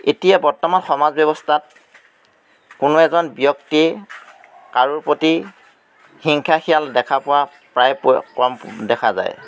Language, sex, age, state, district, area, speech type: Assamese, male, 30-45, Assam, Majuli, urban, spontaneous